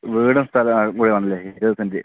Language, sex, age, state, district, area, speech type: Malayalam, male, 30-45, Kerala, Palakkad, rural, conversation